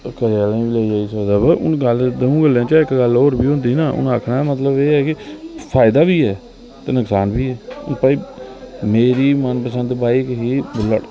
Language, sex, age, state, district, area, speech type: Dogri, male, 30-45, Jammu and Kashmir, Reasi, rural, spontaneous